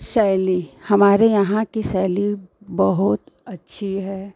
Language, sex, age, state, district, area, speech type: Hindi, female, 30-45, Uttar Pradesh, Ghazipur, urban, spontaneous